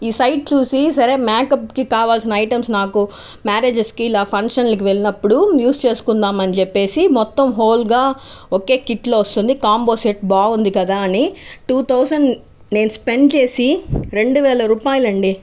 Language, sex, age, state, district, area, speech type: Telugu, female, 30-45, Andhra Pradesh, Chittoor, urban, spontaneous